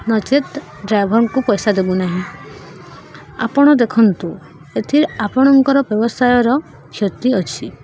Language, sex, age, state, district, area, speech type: Odia, female, 18-30, Odisha, Subarnapur, urban, spontaneous